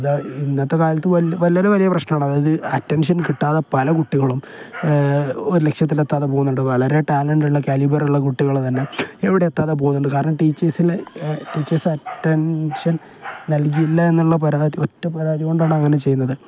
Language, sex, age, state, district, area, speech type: Malayalam, male, 18-30, Kerala, Kozhikode, rural, spontaneous